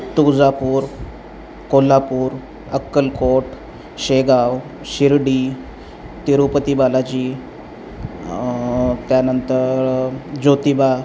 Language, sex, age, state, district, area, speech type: Marathi, male, 30-45, Maharashtra, Osmanabad, rural, spontaneous